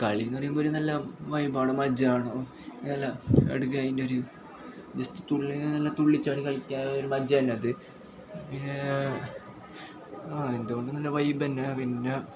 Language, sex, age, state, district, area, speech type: Malayalam, male, 18-30, Kerala, Kasaragod, rural, spontaneous